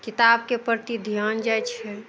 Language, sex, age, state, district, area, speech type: Maithili, female, 30-45, Bihar, Araria, rural, spontaneous